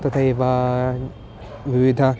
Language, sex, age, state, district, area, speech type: Sanskrit, male, 18-30, Karnataka, Uttara Kannada, rural, spontaneous